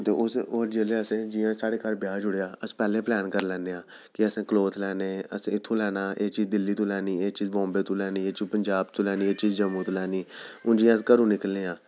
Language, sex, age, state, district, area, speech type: Dogri, male, 30-45, Jammu and Kashmir, Jammu, urban, spontaneous